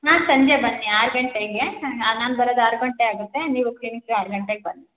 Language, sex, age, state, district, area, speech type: Kannada, female, 18-30, Karnataka, Hassan, rural, conversation